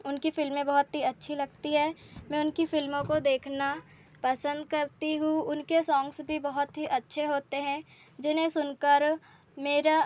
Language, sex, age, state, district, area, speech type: Hindi, female, 18-30, Madhya Pradesh, Seoni, urban, spontaneous